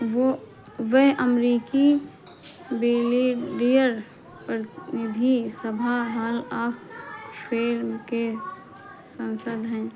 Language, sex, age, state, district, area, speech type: Hindi, female, 30-45, Uttar Pradesh, Sitapur, rural, read